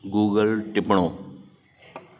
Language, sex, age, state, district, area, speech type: Sindhi, male, 30-45, Delhi, South Delhi, urban, read